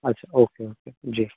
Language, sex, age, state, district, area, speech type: Hindi, male, 60+, Madhya Pradesh, Bhopal, urban, conversation